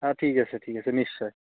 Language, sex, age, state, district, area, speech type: Assamese, male, 18-30, Assam, Nalbari, rural, conversation